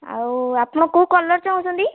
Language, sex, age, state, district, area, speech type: Odia, female, 18-30, Odisha, Kalahandi, rural, conversation